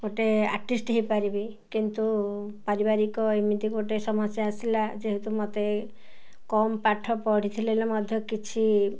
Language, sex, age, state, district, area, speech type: Odia, female, 45-60, Odisha, Ganjam, urban, spontaneous